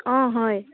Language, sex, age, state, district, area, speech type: Assamese, female, 18-30, Assam, Sivasagar, rural, conversation